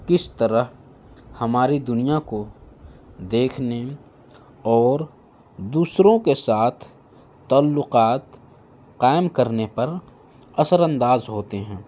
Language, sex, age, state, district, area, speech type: Urdu, male, 18-30, Delhi, North East Delhi, urban, spontaneous